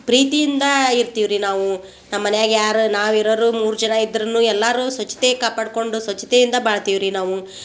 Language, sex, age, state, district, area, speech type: Kannada, female, 45-60, Karnataka, Gadag, rural, spontaneous